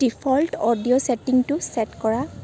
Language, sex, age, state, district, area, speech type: Assamese, female, 18-30, Assam, Morigaon, rural, read